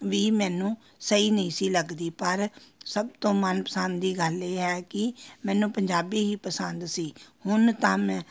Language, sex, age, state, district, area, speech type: Punjabi, female, 30-45, Punjab, Amritsar, urban, spontaneous